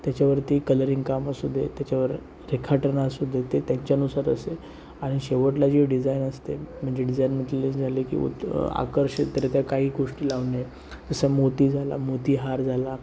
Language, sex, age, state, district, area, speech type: Marathi, male, 18-30, Maharashtra, Sindhudurg, rural, spontaneous